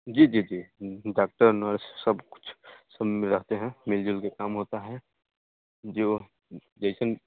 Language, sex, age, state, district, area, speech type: Hindi, male, 18-30, Bihar, Samastipur, rural, conversation